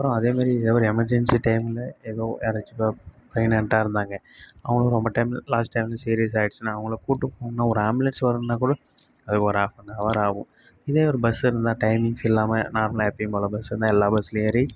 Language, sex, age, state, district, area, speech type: Tamil, male, 18-30, Tamil Nadu, Kallakurichi, rural, spontaneous